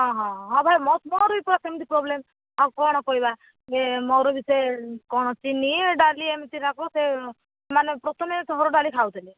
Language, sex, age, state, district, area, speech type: Odia, female, 45-60, Odisha, Kandhamal, rural, conversation